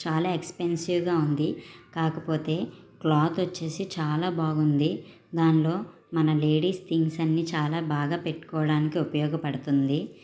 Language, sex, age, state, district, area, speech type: Telugu, female, 45-60, Andhra Pradesh, N T Rama Rao, rural, spontaneous